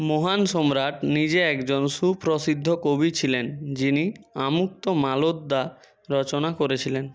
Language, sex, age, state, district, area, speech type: Bengali, male, 60+, West Bengal, Nadia, rural, read